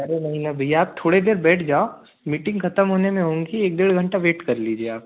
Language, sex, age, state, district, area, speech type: Hindi, male, 18-30, Madhya Pradesh, Betul, rural, conversation